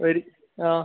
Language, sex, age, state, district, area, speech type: Malayalam, male, 18-30, Kerala, Kasaragod, urban, conversation